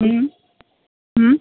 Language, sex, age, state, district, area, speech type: Gujarati, female, 30-45, Gujarat, Surat, urban, conversation